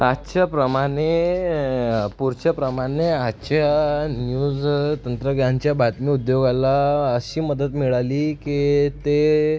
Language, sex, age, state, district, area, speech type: Marathi, male, 18-30, Maharashtra, Akola, rural, spontaneous